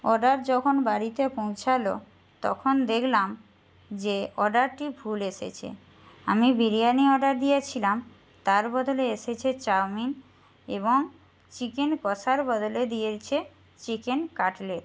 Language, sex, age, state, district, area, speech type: Bengali, female, 30-45, West Bengal, Jhargram, rural, spontaneous